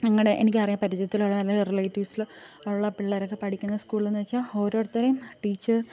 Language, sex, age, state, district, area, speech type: Malayalam, female, 18-30, Kerala, Thiruvananthapuram, rural, spontaneous